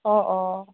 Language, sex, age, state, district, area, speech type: Assamese, female, 30-45, Assam, Tinsukia, urban, conversation